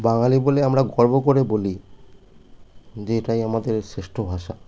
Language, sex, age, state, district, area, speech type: Bengali, male, 45-60, West Bengal, Birbhum, urban, spontaneous